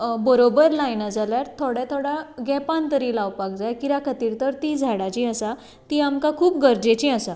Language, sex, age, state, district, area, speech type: Goan Konkani, female, 30-45, Goa, Tiswadi, rural, spontaneous